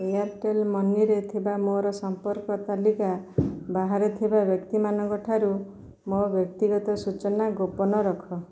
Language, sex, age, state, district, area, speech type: Odia, female, 30-45, Odisha, Jagatsinghpur, rural, read